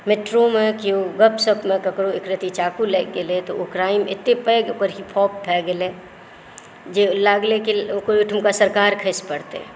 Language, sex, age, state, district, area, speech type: Maithili, female, 45-60, Bihar, Saharsa, urban, spontaneous